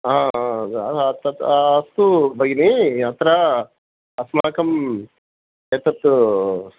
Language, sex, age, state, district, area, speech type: Sanskrit, male, 30-45, Telangana, Hyderabad, urban, conversation